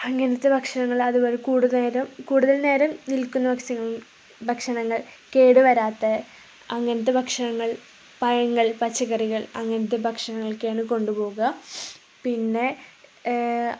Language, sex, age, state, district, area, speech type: Malayalam, female, 30-45, Kerala, Kozhikode, rural, spontaneous